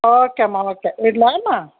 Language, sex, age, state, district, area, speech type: Kannada, female, 45-60, Karnataka, Koppal, rural, conversation